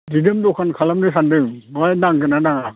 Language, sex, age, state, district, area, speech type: Bodo, male, 60+, Assam, Chirang, rural, conversation